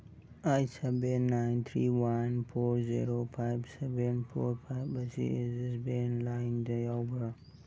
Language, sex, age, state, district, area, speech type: Manipuri, male, 18-30, Manipur, Churachandpur, rural, read